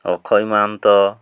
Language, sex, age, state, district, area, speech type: Odia, male, 45-60, Odisha, Mayurbhanj, rural, spontaneous